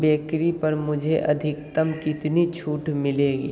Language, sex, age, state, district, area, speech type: Hindi, male, 18-30, Bihar, Begusarai, rural, read